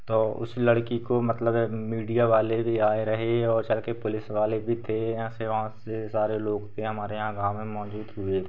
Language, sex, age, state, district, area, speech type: Hindi, male, 18-30, Madhya Pradesh, Seoni, urban, spontaneous